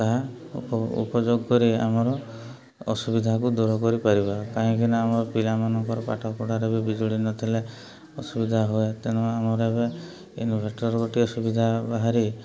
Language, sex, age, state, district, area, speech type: Odia, male, 30-45, Odisha, Mayurbhanj, rural, spontaneous